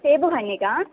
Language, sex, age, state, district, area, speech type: Kannada, female, 18-30, Karnataka, Udupi, rural, conversation